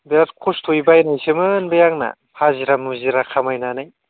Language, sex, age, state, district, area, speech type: Bodo, male, 30-45, Assam, Kokrajhar, rural, conversation